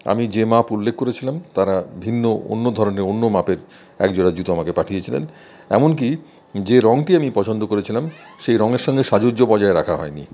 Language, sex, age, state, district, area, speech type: Bengali, male, 45-60, West Bengal, Paschim Bardhaman, urban, spontaneous